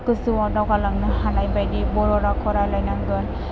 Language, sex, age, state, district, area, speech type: Bodo, female, 18-30, Assam, Chirang, urban, spontaneous